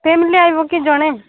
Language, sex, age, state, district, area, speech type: Odia, female, 18-30, Odisha, Nabarangpur, urban, conversation